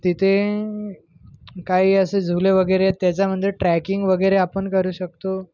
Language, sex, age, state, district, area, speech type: Marathi, male, 18-30, Maharashtra, Nagpur, urban, spontaneous